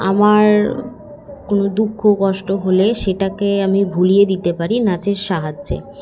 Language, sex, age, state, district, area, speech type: Bengali, female, 18-30, West Bengal, Hooghly, urban, spontaneous